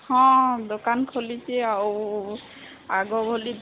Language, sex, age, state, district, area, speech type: Odia, female, 30-45, Odisha, Sambalpur, rural, conversation